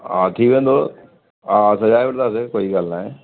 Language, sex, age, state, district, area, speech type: Sindhi, male, 45-60, Delhi, South Delhi, urban, conversation